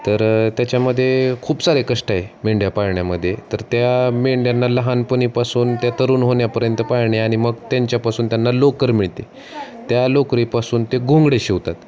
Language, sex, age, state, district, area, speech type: Marathi, male, 30-45, Maharashtra, Osmanabad, rural, spontaneous